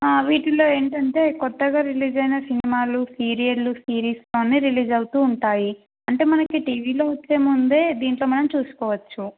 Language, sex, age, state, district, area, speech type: Telugu, female, 18-30, Telangana, Nalgonda, urban, conversation